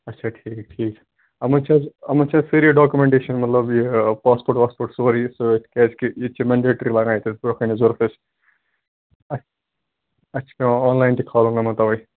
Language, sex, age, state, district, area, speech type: Kashmiri, male, 18-30, Jammu and Kashmir, Ganderbal, rural, conversation